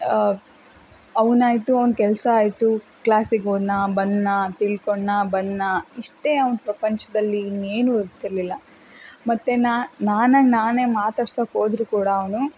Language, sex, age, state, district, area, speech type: Kannada, female, 18-30, Karnataka, Davanagere, rural, spontaneous